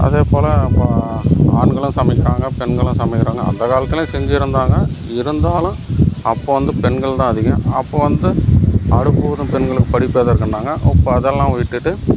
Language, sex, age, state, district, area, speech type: Tamil, male, 30-45, Tamil Nadu, Dharmapuri, urban, spontaneous